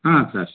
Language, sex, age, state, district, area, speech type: Kannada, male, 45-60, Karnataka, Koppal, rural, conversation